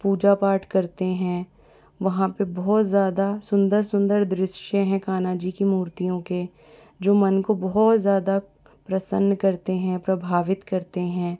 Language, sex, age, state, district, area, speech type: Hindi, female, 45-60, Rajasthan, Jaipur, urban, spontaneous